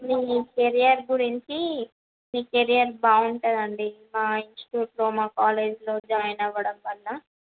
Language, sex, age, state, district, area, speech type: Telugu, female, 18-30, Andhra Pradesh, Visakhapatnam, urban, conversation